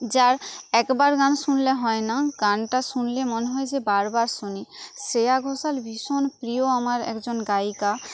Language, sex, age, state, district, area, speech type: Bengali, female, 30-45, West Bengal, Paschim Medinipur, rural, spontaneous